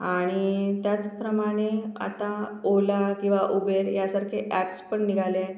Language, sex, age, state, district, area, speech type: Marathi, female, 45-60, Maharashtra, Yavatmal, urban, spontaneous